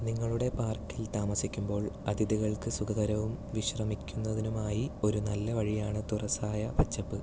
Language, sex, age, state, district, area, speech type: Malayalam, male, 18-30, Kerala, Malappuram, rural, read